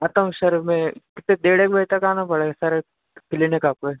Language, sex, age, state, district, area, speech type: Hindi, male, 30-45, Madhya Pradesh, Harda, urban, conversation